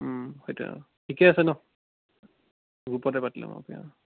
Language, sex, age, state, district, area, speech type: Assamese, male, 18-30, Assam, Biswanath, rural, conversation